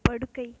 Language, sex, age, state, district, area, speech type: Tamil, female, 18-30, Tamil Nadu, Mayiladuthurai, urban, read